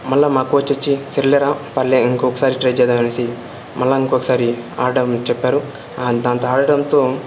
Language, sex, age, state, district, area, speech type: Telugu, male, 18-30, Andhra Pradesh, Sri Balaji, rural, spontaneous